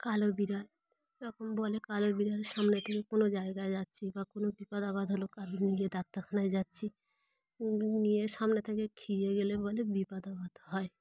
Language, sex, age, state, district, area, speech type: Bengali, female, 30-45, West Bengal, Dakshin Dinajpur, urban, spontaneous